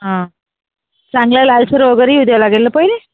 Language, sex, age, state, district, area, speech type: Marathi, female, 30-45, Maharashtra, Yavatmal, rural, conversation